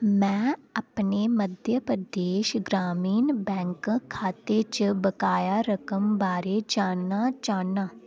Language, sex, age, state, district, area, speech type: Dogri, female, 18-30, Jammu and Kashmir, Udhampur, rural, read